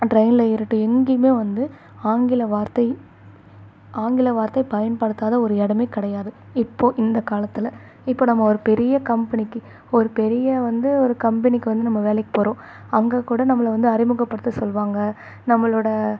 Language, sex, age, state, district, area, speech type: Tamil, female, 18-30, Tamil Nadu, Chennai, urban, spontaneous